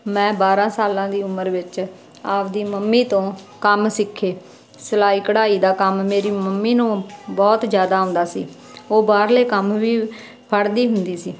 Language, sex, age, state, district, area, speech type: Punjabi, female, 30-45, Punjab, Muktsar, urban, spontaneous